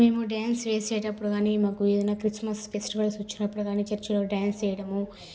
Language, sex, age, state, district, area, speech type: Telugu, female, 18-30, Andhra Pradesh, Sri Balaji, rural, spontaneous